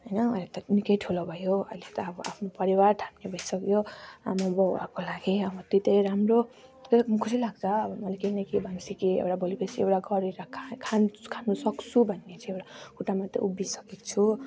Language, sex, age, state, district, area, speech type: Nepali, female, 30-45, West Bengal, Darjeeling, rural, spontaneous